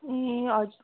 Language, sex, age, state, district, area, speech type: Nepali, female, 18-30, West Bengal, Darjeeling, rural, conversation